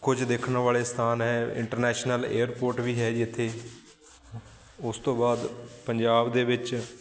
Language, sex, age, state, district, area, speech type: Punjabi, male, 30-45, Punjab, Shaheed Bhagat Singh Nagar, urban, spontaneous